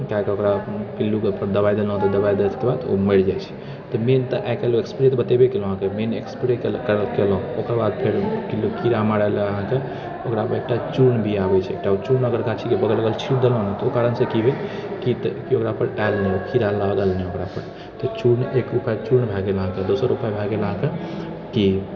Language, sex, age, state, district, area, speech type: Maithili, male, 60+, Bihar, Purnia, rural, spontaneous